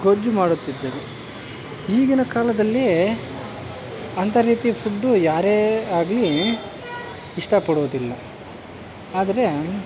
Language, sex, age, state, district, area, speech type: Kannada, male, 60+, Karnataka, Kodagu, rural, spontaneous